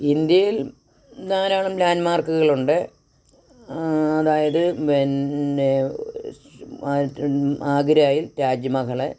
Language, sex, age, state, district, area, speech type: Malayalam, female, 60+, Kerala, Kottayam, rural, spontaneous